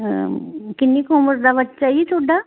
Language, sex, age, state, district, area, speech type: Punjabi, female, 60+, Punjab, Barnala, rural, conversation